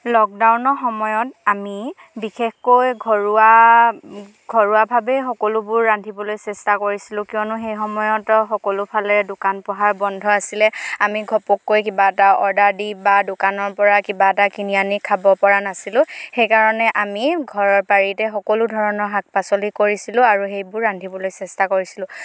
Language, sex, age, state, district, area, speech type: Assamese, female, 18-30, Assam, Dhemaji, rural, spontaneous